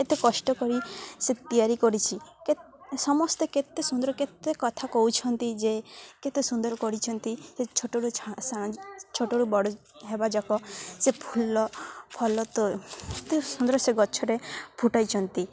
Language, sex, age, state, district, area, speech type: Odia, female, 18-30, Odisha, Malkangiri, urban, spontaneous